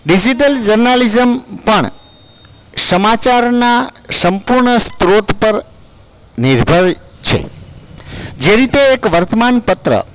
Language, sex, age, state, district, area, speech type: Gujarati, male, 45-60, Gujarat, Junagadh, urban, spontaneous